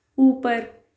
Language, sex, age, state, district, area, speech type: Urdu, female, 18-30, Delhi, South Delhi, urban, read